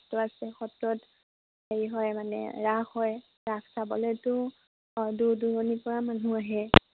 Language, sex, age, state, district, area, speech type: Assamese, female, 18-30, Assam, Majuli, urban, conversation